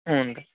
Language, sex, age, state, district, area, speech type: Kannada, male, 18-30, Karnataka, Koppal, rural, conversation